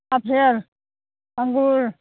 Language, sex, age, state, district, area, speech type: Bodo, female, 60+, Assam, Chirang, rural, conversation